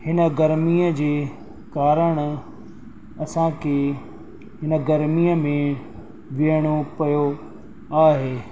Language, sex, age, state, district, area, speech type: Sindhi, male, 30-45, Rajasthan, Ajmer, urban, spontaneous